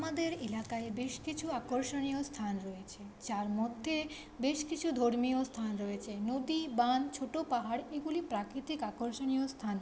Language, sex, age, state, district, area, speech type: Bengali, female, 30-45, West Bengal, Paschim Bardhaman, urban, spontaneous